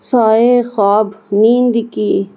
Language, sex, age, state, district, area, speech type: Urdu, female, 30-45, Bihar, Gaya, rural, spontaneous